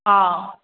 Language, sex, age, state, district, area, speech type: Manipuri, female, 18-30, Manipur, Kakching, rural, conversation